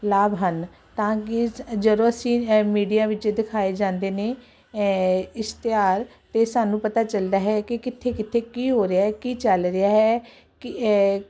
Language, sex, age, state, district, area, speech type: Punjabi, female, 45-60, Punjab, Ludhiana, urban, spontaneous